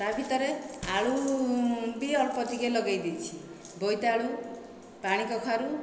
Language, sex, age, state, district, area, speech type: Odia, female, 45-60, Odisha, Dhenkanal, rural, spontaneous